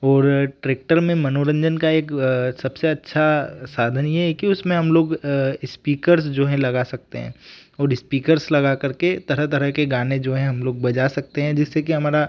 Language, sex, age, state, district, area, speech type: Hindi, male, 18-30, Madhya Pradesh, Ujjain, rural, spontaneous